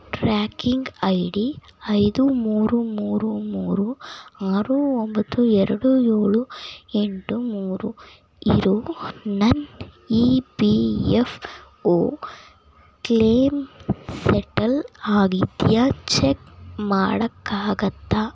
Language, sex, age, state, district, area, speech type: Kannada, other, 18-30, Karnataka, Bangalore Urban, urban, read